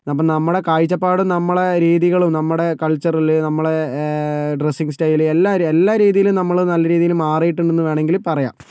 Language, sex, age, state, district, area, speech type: Malayalam, male, 45-60, Kerala, Kozhikode, urban, spontaneous